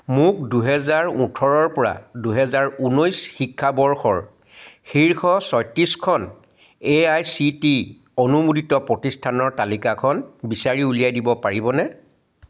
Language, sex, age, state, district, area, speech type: Assamese, male, 45-60, Assam, Charaideo, urban, read